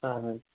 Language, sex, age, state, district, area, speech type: Kashmiri, male, 30-45, Jammu and Kashmir, Kupwara, rural, conversation